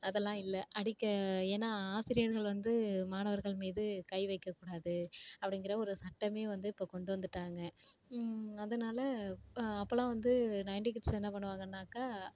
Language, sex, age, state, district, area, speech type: Tamil, female, 18-30, Tamil Nadu, Tiruvarur, rural, spontaneous